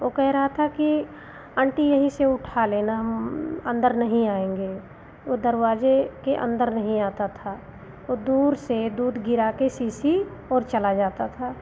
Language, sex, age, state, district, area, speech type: Hindi, female, 60+, Uttar Pradesh, Lucknow, rural, spontaneous